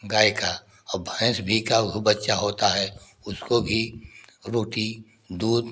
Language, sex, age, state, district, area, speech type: Hindi, male, 60+, Uttar Pradesh, Prayagraj, rural, spontaneous